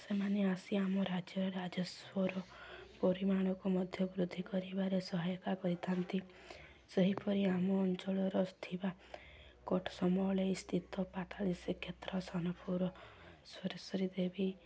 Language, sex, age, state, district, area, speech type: Odia, female, 18-30, Odisha, Subarnapur, urban, spontaneous